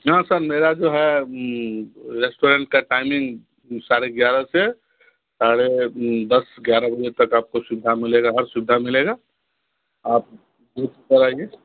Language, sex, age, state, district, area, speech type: Hindi, male, 60+, Bihar, Darbhanga, urban, conversation